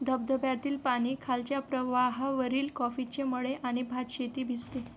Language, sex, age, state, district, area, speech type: Marathi, female, 18-30, Maharashtra, Wardha, rural, read